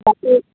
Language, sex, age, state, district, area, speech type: Gujarati, female, 45-60, Gujarat, Morbi, rural, conversation